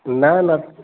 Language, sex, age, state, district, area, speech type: Sindhi, male, 30-45, Madhya Pradesh, Katni, rural, conversation